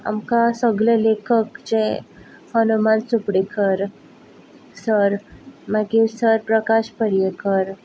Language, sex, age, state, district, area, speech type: Goan Konkani, female, 18-30, Goa, Ponda, rural, spontaneous